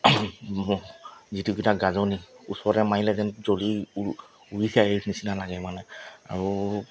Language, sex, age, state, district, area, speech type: Assamese, male, 30-45, Assam, Charaideo, urban, spontaneous